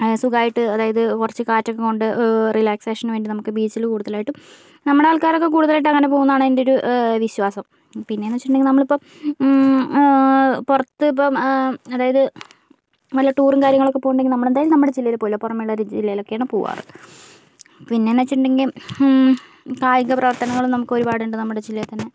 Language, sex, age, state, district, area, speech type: Malayalam, female, 45-60, Kerala, Kozhikode, urban, spontaneous